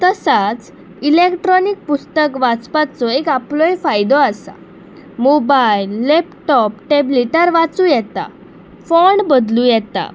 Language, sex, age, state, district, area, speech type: Goan Konkani, female, 18-30, Goa, Pernem, rural, spontaneous